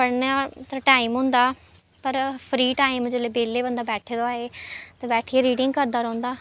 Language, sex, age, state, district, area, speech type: Dogri, female, 18-30, Jammu and Kashmir, Samba, rural, spontaneous